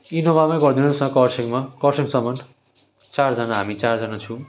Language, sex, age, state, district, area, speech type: Nepali, male, 18-30, West Bengal, Darjeeling, rural, spontaneous